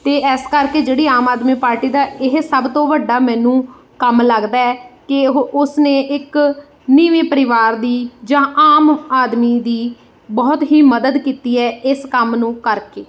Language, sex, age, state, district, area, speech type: Punjabi, female, 30-45, Punjab, Bathinda, urban, spontaneous